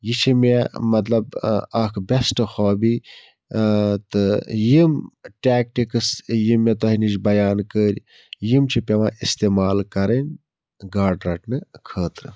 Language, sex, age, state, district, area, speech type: Kashmiri, male, 45-60, Jammu and Kashmir, Budgam, rural, spontaneous